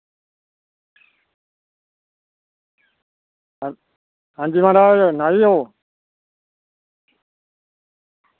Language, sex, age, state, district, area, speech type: Dogri, male, 60+, Jammu and Kashmir, Reasi, rural, conversation